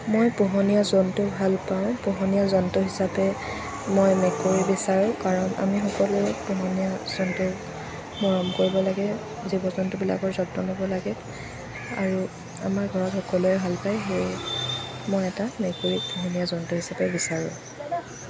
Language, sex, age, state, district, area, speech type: Assamese, female, 18-30, Assam, Jorhat, rural, spontaneous